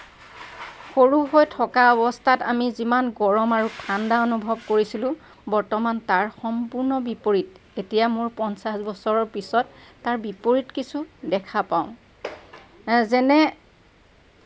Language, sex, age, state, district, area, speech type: Assamese, female, 45-60, Assam, Lakhimpur, rural, spontaneous